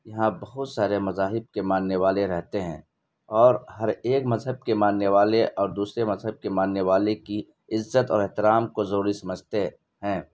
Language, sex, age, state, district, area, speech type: Urdu, male, 18-30, Bihar, Purnia, rural, spontaneous